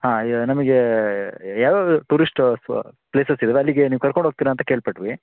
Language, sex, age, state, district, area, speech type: Kannada, male, 18-30, Karnataka, Shimoga, rural, conversation